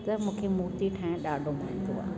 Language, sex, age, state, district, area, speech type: Sindhi, female, 60+, Delhi, South Delhi, urban, spontaneous